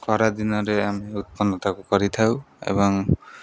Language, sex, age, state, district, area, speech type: Odia, male, 18-30, Odisha, Jagatsinghpur, rural, spontaneous